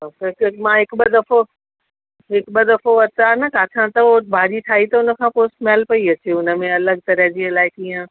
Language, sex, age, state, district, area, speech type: Sindhi, female, 45-60, Delhi, South Delhi, urban, conversation